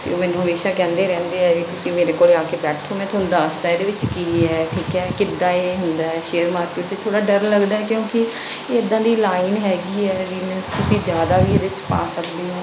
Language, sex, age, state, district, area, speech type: Punjabi, female, 30-45, Punjab, Bathinda, urban, spontaneous